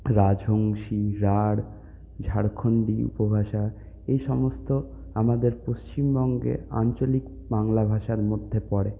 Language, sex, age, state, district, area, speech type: Bengali, male, 30-45, West Bengal, Purulia, urban, spontaneous